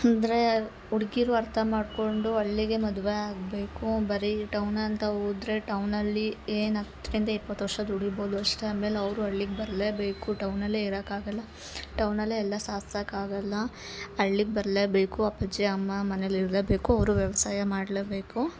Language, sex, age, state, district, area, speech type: Kannada, female, 30-45, Karnataka, Hassan, urban, spontaneous